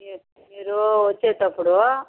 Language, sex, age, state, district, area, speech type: Telugu, female, 60+, Andhra Pradesh, Sri Balaji, urban, conversation